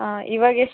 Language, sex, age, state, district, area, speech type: Kannada, female, 18-30, Karnataka, Chamarajanagar, rural, conversation